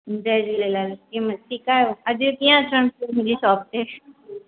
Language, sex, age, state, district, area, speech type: Sindhi, female, 30-45, Gujarat, Surat, urban, conversation